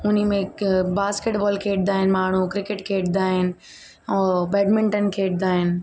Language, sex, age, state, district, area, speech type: Sindhi, female, 18-30, Uttar Pradesh, Lucknow, urban, spontaneous